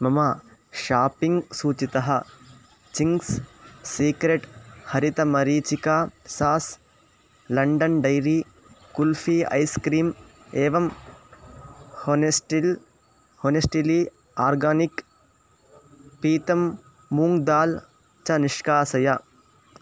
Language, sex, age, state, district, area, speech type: Sanskrit, male, 18-30, Karnataka, Chikkamagaluru, rural, read